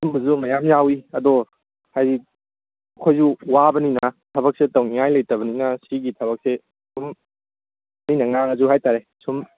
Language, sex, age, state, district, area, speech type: Manipuri, male, 18-30, Manipur, Kangpokpi, urban, conversation